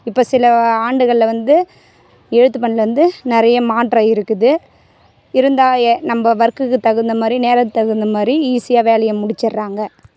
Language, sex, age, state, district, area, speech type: Tamil, female, 18-30, Tamil Nadu, Tiruvannamalai, rural, spontaneous